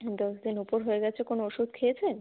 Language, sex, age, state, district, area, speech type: Bengali, female, 18-30, West Bengal, Kolkata, urban, conversation